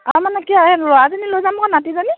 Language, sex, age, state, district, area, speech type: Assamese, female, 45-60, Assam, Dhemaji, urban, conversation